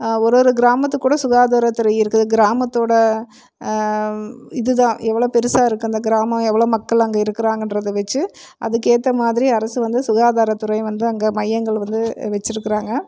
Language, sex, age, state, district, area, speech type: Tamil, female, 30-45, Tamil Nadu, Erode, rural, spontaneous